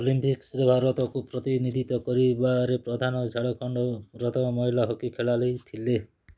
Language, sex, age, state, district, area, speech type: Odia, male, 45-60, Odisha, Kalahandi, rural, read